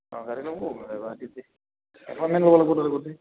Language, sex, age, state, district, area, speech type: Assamese, male, 45-60, Assam, Goalpara, urban, conversation